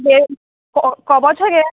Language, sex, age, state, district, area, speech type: Bengali, female, 18-30, West Bengal, Uttar Dinajpur, rural, conversation